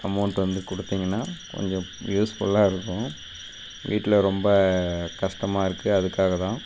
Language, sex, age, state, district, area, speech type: Tamil, male, 18-30, Tamil Nadu, Dharmapuri, rural, spontaneous